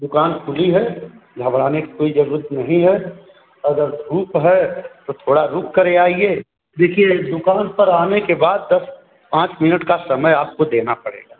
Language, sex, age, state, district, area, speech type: Hindi, male, 45-60, Uttar Pradesh, Azamgarh, rural, conversation